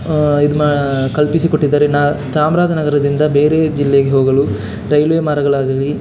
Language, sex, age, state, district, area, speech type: Kannada, male, 18-30, Karnataka, Chamarajanagar, urban, spontaneous